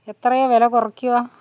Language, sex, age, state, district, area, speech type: Malayalam, female, 60+, Kerala, Wayanad, rural, spontaneous